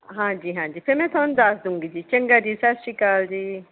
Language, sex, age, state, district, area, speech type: Punjabi, female, 60+, Punjab, Mohali, urban, conversation